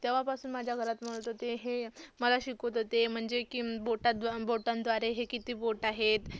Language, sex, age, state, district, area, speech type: Marathi, female, 18-30, Maharashtra, Amravati, urban, spontaneous